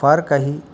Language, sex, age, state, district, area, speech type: Marathi, male, 45-60, Maharashtra, Palghar, rural, spontaneous